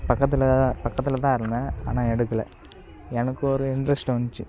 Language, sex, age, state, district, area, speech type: Tamil, male, 18-30, Tamil Nadu, Kallakurichi, rural, spontaneous